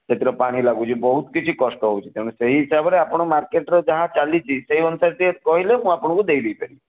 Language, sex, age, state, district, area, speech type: Odia, male, 30-45, Odisha, Bhadrak, rural, conversation